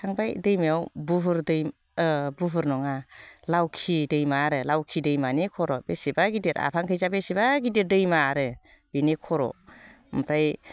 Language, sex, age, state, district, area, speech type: Bodo, female, 30-45, Assam, Baksa, rural, spontaneous